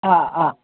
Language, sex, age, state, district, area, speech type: Manipuri, female, 60+, Manipur, Kangpokpi, urban, conversation